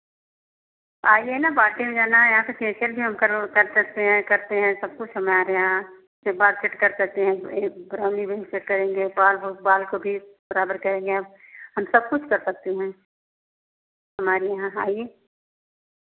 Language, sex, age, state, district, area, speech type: Hindi, female, 45-60, Uttar Pradesh, Ayodhya, rural, conversation